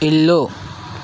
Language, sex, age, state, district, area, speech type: Telugu, male, 60+, Andhra Pradesh, Vizianagaram, rural, read